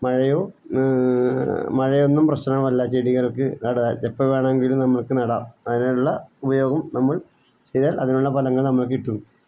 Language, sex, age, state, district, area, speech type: Malayalam, male, 60+, Kerala, Wayanad, rural, spontaneous